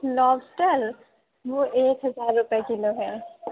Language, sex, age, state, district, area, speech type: Urdu, female, 30-45, Uttar Pradesh, Lucknow, rural, conversation